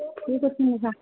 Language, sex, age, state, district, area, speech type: Odia, female, 45-60, Odisha, Sundergarh, rural, conversation